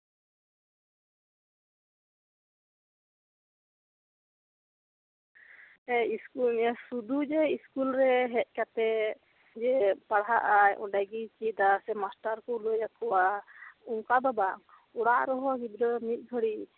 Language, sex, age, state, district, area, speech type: Santali, female, 30-45, West Bengal, Birbhum, rural, conversation